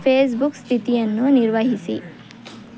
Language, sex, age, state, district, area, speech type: Kannada, female, 18-30, Karnataka, Kolar, rural, read